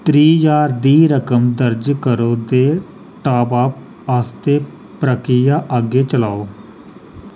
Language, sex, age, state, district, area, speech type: Dogri, male, 30-45, Jammu and Kashmir, Reasi, rural, read